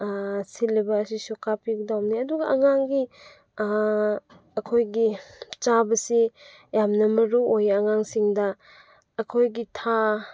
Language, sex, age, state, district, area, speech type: Manipuri, female, 18-30, Manipur, Chandel, rural, spontaneous